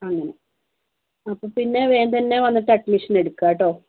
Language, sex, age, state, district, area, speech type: Malayalam, female, 18-30, Kerala, Wayanad, rural, conversation